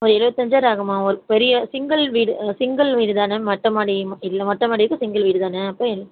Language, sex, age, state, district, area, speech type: Tamil, female, 45-60, Tamil Nadu, Kanchipuram, urban, conversation